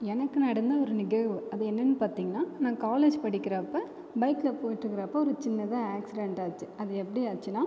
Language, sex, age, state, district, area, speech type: Tamil, female, 18-30, Tamil Nadu, Viluppuram, urban, spontaneous